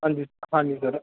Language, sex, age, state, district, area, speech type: Punjabi, male, 18-30, Punjab, Ludhiana, urban, conversation